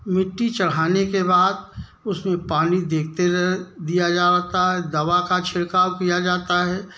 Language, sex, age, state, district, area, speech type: Hindi, male, 60+, Uttar Pradesh, Jaunpur, rural, spontaneous